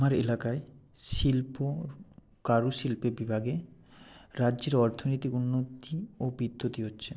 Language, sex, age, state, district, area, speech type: Bengali, male, 18-30, West Bengal, Purba Medinipur, rural, spontaneous